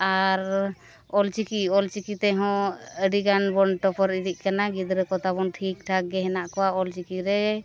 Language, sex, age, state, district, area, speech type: Santali, female, 30-45, Jharkhand, East Singhbhum, rural, spontaneous